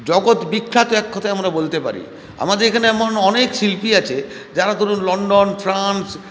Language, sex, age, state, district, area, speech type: Bengali, male, 60+, West Bengal, Purulia, rural, spontaneous